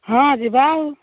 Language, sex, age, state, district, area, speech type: Odia, female, 60+, Odisha, Jharsuguda, rural, conversation